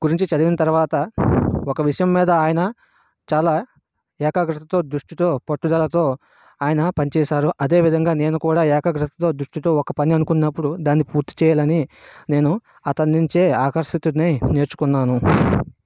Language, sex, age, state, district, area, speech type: Telugu, male, 18-30, Andhra Pradesh, Vizianagaram, urban, spontaneous